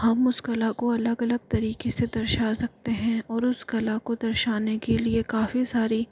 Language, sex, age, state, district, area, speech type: Hindi, female, 30-45, Rajasthan, Jaipur, urban, spontaneous